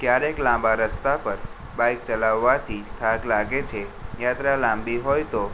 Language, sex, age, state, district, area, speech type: Gujarati, male, 18-30, Gujarat, Kheda, rural, spontaneous